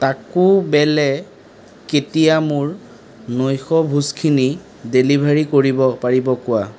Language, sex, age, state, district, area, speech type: Assamese, male, 60+, Assam, Darrang, rural, read